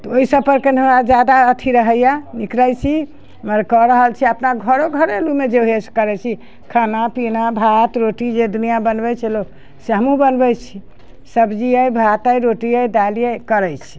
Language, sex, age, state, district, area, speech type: Maithili, female, 60+, Bihar, Muzaffarpur, urban, spontaneous